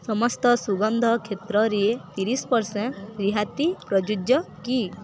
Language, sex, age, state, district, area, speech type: Odia, female, 18-30, Odisha, Balangir, urban, read